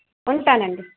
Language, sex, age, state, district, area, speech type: Telugu, female, 60+, Andhra Pradesh, Krishna, rural, conversation